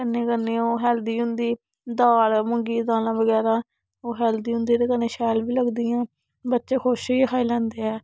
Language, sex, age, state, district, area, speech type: Dogri, female, 18-30, Jammu and Kashmir, Samba, urban, spontaneous